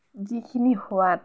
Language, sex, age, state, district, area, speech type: Assamese, female, 30-45, Assam, Biswanath, rural, spontaneous